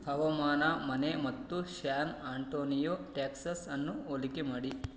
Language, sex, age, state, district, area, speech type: Kannada, male, 18-30, Karnataka, Chitradurga, rural, read